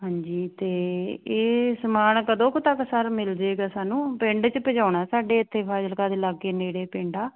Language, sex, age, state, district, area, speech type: Punjabi, female, 18-30, Punjab, Fazilka, rural, conversation